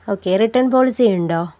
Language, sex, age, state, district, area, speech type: Malayalam, female, 18-30, Kerala, Palakkad, rural, spontaneous